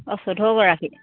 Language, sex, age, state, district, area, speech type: Assamese, female, 30-45, Assam, Sivasagar, rural, conversation